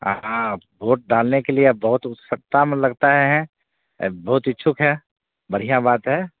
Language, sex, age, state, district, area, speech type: Hindi, male, 30-45, Bihar, Begusarai, urban, conversation